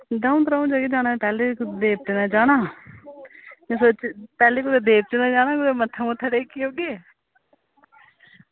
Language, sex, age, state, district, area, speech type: Dogri, female, 30-45, Jammu and Kashmir, Udhampur, rural, conversation